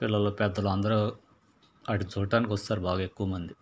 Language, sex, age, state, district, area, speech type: Telugu, male, 60+, Andhra Pradesh, Palnadu, urban, spontaneous